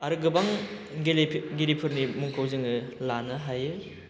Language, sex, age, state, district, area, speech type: Bodo, male, 30-45, Assam, Baksa, urban, spontaneous